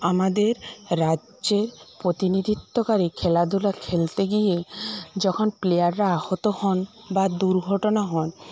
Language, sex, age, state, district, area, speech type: Bengali, female, 45-60, West Bengal, Paschim Medinipur, rural, spontaneous